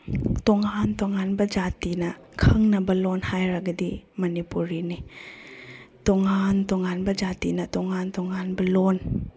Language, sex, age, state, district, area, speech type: Manipuri, female, 30-45, Manipur, Chandel, rural, spontaneous